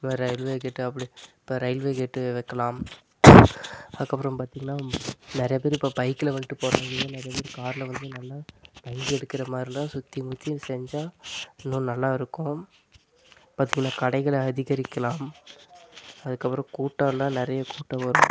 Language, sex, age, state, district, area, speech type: Tamil, male, 18-30, Tamil Nadu, Namakkal, rural, spontaneous